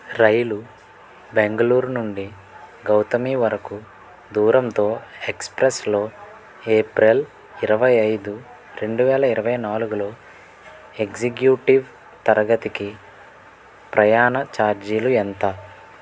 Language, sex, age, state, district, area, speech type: Telugu, male, 18-30, Andhra Pradesh, N T Rama Rao, urban, read